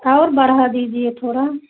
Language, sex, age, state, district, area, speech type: Hindi, female, 45-60, Uttar Pradesh, Ayodhya, rural, conversation